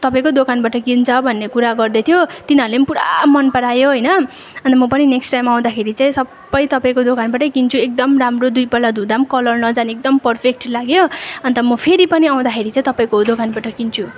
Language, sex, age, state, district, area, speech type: Nepali, female, 18-30, West Bengal, Darjeeling, rural, spontaneous